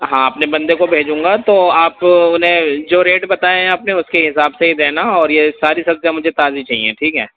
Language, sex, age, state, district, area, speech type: Urdu, male, 30-45, Uttar Pradesh, Gautam Buddha Nagar, rural, conversation